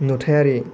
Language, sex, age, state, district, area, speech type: Bodo, male, 18-30, Assam, Kokrajhar, rural, read